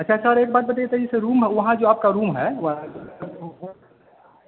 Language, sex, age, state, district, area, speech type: Hindi, male, 30-45, Bihar, Vaishali, urban, conversation